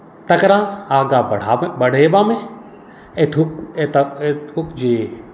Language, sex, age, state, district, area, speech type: Maithili, male, 45-60, Bihar, Madhubani, rural, spontaneous